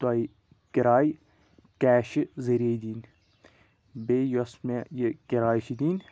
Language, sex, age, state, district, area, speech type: Kashmiri, male, 30-45, Jammu and Kashmir, Anantnag, rural, spontaneous